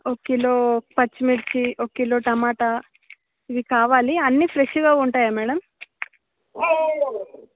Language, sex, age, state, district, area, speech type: Telugu, female, 18-30, Andhra Pradesh, Sri Satya Sai, urban, conversation